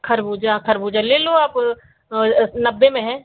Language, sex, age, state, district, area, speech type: Hindi, female, 60+, Uttar Pradesh, Sitapur, rural, conversation